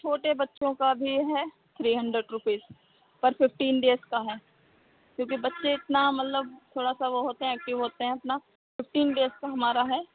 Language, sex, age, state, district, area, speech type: Hindi, female, 30-45, Uttar Pradesh, Sitapur, rural, conversation